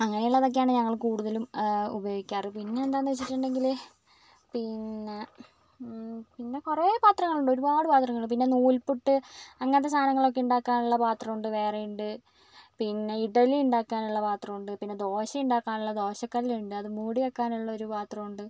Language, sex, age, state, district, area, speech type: Malayalam, female, 45-60, Kerala, Wayanad, rural, spontaneous